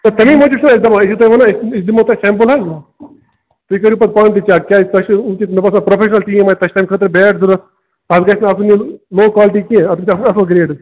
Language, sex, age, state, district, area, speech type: Kashmiri, male, 30-45, Jammu and Kashmir, Bandipora, rural, conversation